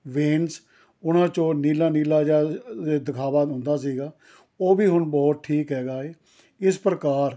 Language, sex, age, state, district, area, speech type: Punjabi, male, 60+, Punjab, Rupnagar, rural, spontaneous